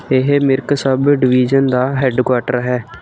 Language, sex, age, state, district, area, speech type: Punjabi, male, 18-30, Punjab, Shaheed Bhagat Singh Nagar, rural, read